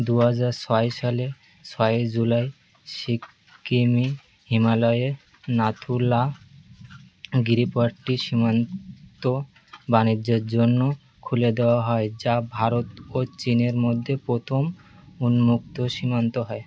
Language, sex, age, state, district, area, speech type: Bengali, male, 18-30, West Bengal, Birbhum, urban, read